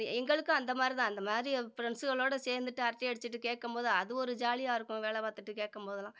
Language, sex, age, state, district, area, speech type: Tamil, female, 45-60, Tamil Nadu, Madurai, urban, spontaneous